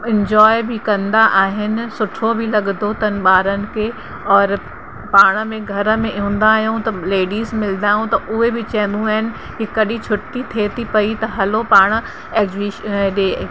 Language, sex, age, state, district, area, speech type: Sindhi, female, 30-45, Uttar Pradesh, Lucknow, rural, spontaneous